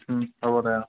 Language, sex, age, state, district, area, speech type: Assamese, male, 18-30, Assam, Dhemaji, rural, conversation